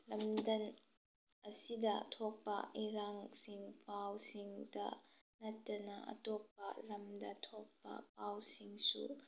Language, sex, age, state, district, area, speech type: Manipuri, female, 18-30, Manipur, Tengnoupal, rural, spontaneous